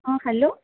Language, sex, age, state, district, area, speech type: Odia, female, 45-60, Odisha, Sundergarh, rural, conversation